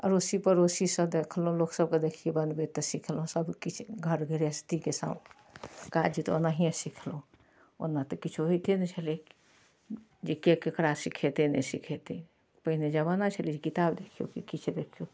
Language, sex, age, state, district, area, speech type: Maithili, female, 45-60, Bihar, Darbhanga, urban, spontaneous